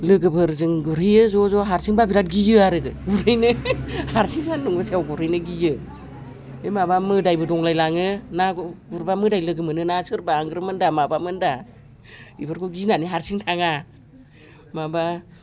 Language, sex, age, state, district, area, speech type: Bodo, female, 60+, Assam, Udalguri, rural, spontaneous